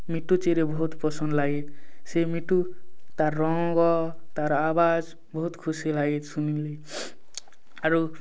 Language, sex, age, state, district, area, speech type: Odia, male, 18-30, Odisha, Kalahandi, rural, spontaneous